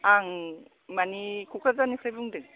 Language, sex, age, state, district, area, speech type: Bodo, female, 60+, Assam, Kokrajhar, urban, conversation